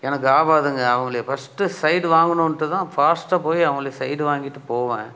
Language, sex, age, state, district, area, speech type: Tamil, male, 60+, Tamil Nadu, Dharmapuri, rural, spontaneous